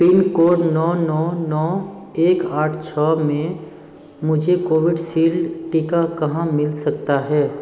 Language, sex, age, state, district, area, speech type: Hindi, male, 30-45, Bihar, Darbhanga, rural, read